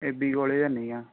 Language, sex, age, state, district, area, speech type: Punjabi, male, 18-30, Punjab, Pathankot, urban, conversation